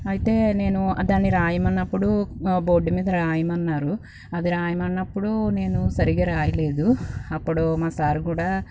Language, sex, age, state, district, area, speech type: Telugu, female, 18-30, Andhra Pradesh, Guntur, urban, spontaneous